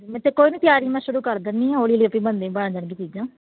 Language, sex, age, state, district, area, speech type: Punjabi, female, 30-45, Punjab, Kapurthala, rural, conversation